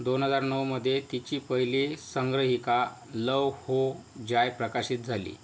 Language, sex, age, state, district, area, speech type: Marathi, male, 60+, Maharashtra, Yavatmal, rural, read